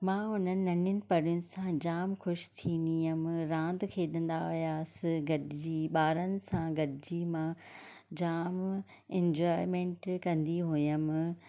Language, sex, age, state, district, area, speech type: Sindhi, female, 30-45, Maharashtra, Thane, urban, spontaneous